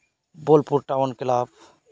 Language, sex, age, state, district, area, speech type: Santali, male, 30-45, West Bengal, Birbhum, rural, spontaneous